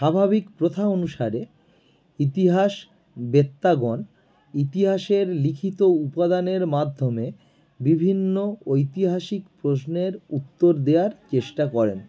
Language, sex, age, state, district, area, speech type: Bengali, male, 30-45, West Bengal, North 24 Parganas, urban, spontaneous